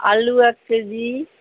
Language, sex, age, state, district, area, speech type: Bengali, female, 60+, West Bengal, Kolkata, urban, conversation